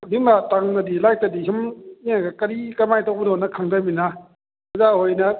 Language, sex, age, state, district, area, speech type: Manipuri, male, 45-60, Manipur, Kakching, rural, conversation